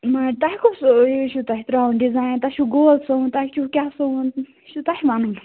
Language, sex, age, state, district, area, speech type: Kashmiri, female, 18-30, Jammu and Kashmir, Bandipora, rural, conversation